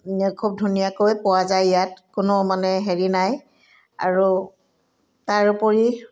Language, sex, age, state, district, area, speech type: Assamese, female, 60+, Assam, Udalguri, rural, spontaneous